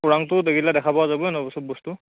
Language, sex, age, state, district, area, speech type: Assamese, male, 18-30, Assam, Darrang, rural, conversation